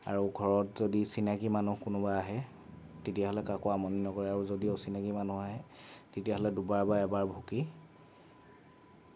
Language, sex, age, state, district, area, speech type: Assamese, male, 18-30, Assam, Lakhimpur, rural, spontaneous